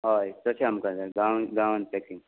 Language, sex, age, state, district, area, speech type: Goan Konkani, male, 45-60, Goa, Tiswadi, rural, conversation